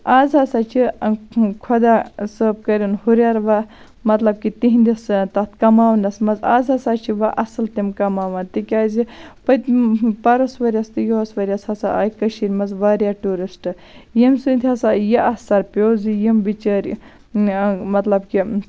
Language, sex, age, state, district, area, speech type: Kashmiri, female, 30-45, Jammu and Kashmir, Baramulla, rural, spontaneous